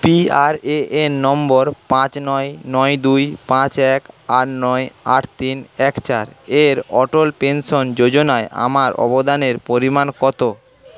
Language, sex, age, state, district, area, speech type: Bengali, male, 30-45, West Bengal, Paschim Medinipur, rural, read